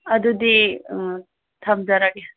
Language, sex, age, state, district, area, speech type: Manipuri, female, 60+, Manipur, Thoubal, rural, conversation